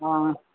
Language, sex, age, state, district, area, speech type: Assamese, female, 45-60, Assam, Udalguri, rural, conversation